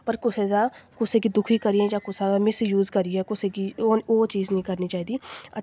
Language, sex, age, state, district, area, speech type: Dogri, female, 18-30, Jammu and Kashmir, Samba, rural, spontaneous